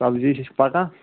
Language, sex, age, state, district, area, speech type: Kashmiri, male, 45-60, Jammu and Kashmir, Bandipora, rural, conversation